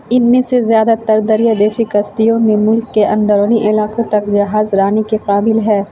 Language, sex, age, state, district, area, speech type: Urdu, female, 18-30, Bihar, Saharsa, rural, read